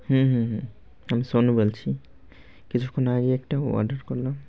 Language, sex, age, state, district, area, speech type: Bengali, male, 18-30, West Bengal, Malda, urban, spontaneous